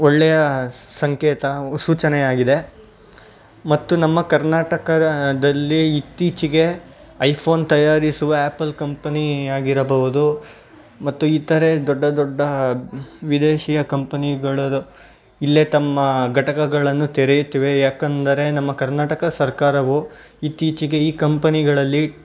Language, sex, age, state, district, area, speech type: Kannada, male, 18-30, Karnataka, Bangalore Rural, urban, spontaneous